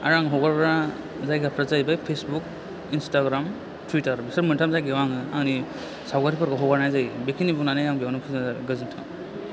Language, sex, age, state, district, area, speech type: Bodo, male, 30-45, Assam, Chirang, rural, spontaneous